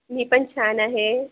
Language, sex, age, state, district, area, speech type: Marathi, female, 30-45, Maharashtra, Akola, urban, conversation